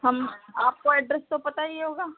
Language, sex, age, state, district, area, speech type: Hindi, female, 30-45, Uttar Pradesh, Sitapur, rural, conversation